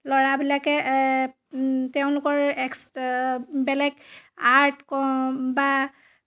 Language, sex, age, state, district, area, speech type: Assamese, female, 30-45, Assam, Dhemaji, rural, spontaneous